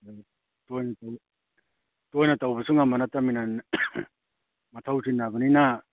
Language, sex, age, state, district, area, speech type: Manipuri, male, 60+, Manipur, Kakching, rural, conversation